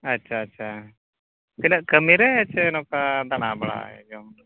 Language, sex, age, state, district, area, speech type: Santali, male, 45-60, Odisha, Mayurbhanj, rural, conversation